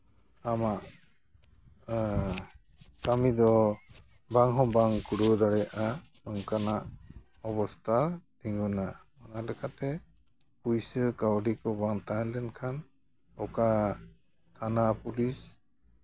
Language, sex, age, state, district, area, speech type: Santali, male, 60+, West Bengal, Jhargram, rural, spontaneous